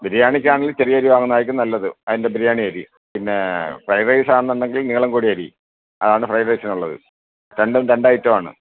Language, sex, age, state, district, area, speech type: Malayalam, male, 60+, Kerala, Alappuzha, rural, conversation